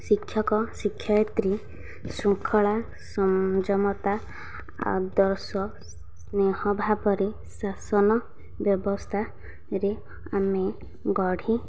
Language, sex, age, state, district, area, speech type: Odia, female, 45-60, Odisha, Nayagarh, rural, spontaneous